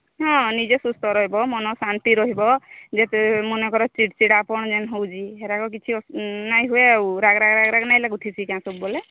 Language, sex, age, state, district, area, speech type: Odia, female, 45-60, Odisha, Sambalpur, rural, conversation